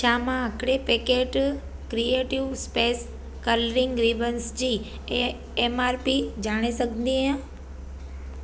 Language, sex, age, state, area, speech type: Sindhi, female, 30-45, Gujarat, urban, read